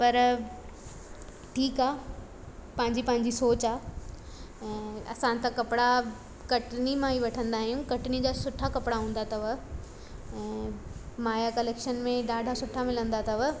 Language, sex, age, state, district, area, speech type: Sindhi, female, 18-30, Madhya Pradesh, Katni, rural, spontaneous